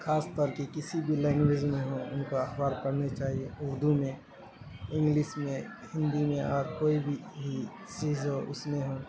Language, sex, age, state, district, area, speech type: Urdu, male, 18-30, Bihar, Saharsa, rural, spontaneous